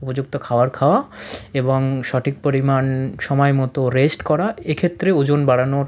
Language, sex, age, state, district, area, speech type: Bengali, male, 30-45, West Bengal, South 24 Parganas, rural, spontaneous